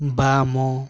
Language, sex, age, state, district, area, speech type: Odia, male, 18-30, Odisha, Mayurbhanj, rural, read